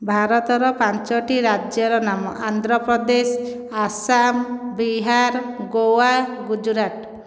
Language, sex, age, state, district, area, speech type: Odia, female, 30-45, Odisha, Khordha, rural, spontaneous